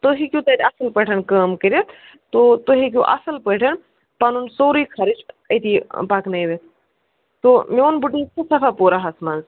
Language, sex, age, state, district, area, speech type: Kashmiri, female, 30-45, Jammu and Kashmir, Ganderbal, rural, conversation